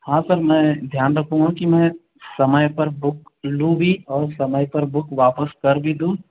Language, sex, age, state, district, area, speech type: Hindi, male, 45-60, Madhya Pradesh, Balaghat, rural, conversation